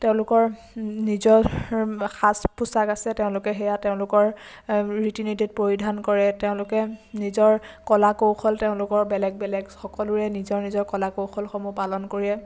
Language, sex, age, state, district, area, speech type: Assamese, female, 18-30, Assam, Biswanath, rural, spontaneous